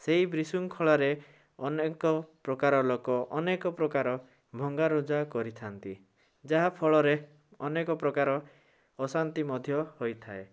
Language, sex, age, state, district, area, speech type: Odia, male, 18-30, Odisha, Bhadrak, rural, spontaneous